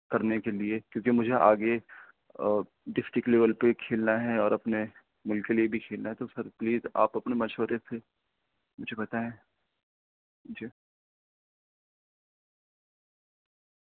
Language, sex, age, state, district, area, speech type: Urdu, male, 18-30, Delhi, North East Delhi, urban, conversation